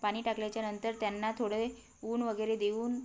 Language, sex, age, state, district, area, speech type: Marathi, female, 30-45, Maharashtra, Wardha, rural, spontaneous